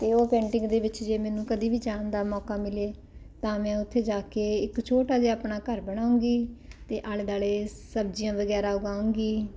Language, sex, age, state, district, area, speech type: Punjabi, female, 45-60, Punjab, Ludhiana, urban, spontaneous